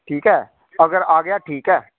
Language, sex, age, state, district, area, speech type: Punjabi, male, 30-45, Punjab, Rupnagar, rural, conversation